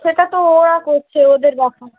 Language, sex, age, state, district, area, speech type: Bengali, female, 18-30, West Bengal, Cooch Behar, urban, conversation